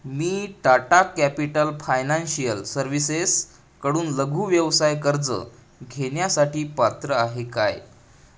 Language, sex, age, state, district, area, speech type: Marathi, male, 18-30, Maharashtra, Gadchiroli, rural, read